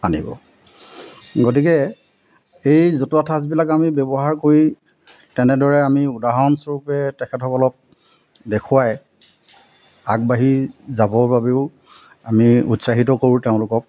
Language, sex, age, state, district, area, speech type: Assamese, male, 45-60, Assam, Golaghat, urban, spontaneous